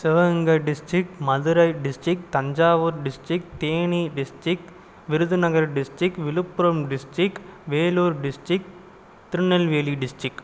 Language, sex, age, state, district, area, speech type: Tamil, male, 18-30, Tamil Nadu, Pudukkottai, rural, spontaneous